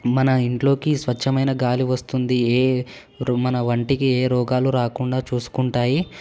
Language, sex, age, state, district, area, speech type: Telugu, male, 18-30, Telangana, Hyderabad, urban, spontaneous